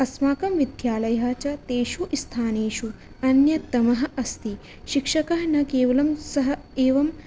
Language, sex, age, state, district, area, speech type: Sanskrit, female, 18-30, Rajasthan, Jaipur, urban, spontaneous